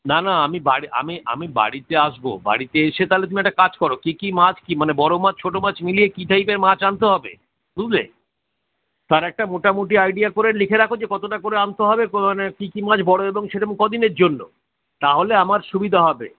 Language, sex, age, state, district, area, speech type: Bengali, male, 60+, West Bengal, Kolkata, urban, conversation